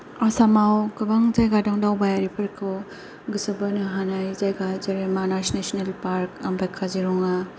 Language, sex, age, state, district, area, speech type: Bodo, female, 30-45, Assam, Kokrajhar, rural, spontaneous